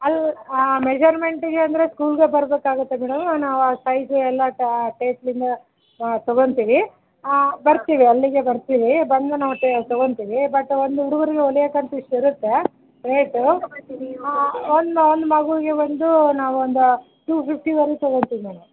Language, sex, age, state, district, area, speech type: Kannada, female, 45-60, Karnataka, Bellary, rural, conversation